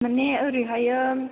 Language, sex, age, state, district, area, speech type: Bodo, female, 18-30, Assam, Chirang, urban, conversation